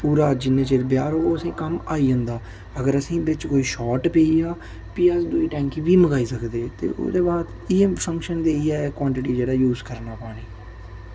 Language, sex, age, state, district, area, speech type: Dogri, male, 18-30, Jammu and Kashmir, Udhampur, rural, spontaneous